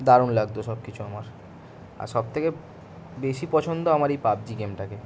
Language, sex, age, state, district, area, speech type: Bengali, male, 18-30, West Bengal, Kolkata, urban, spontaneous